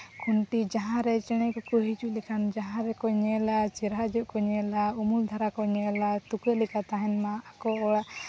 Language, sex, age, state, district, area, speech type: Santali, female, 18-30, Jharkhand, East Singhbhum, rural, spontaneous